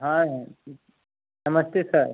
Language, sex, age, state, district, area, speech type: Hindi, male, 18-30, Uttar Pradesh, Ghazipur, rural, conversation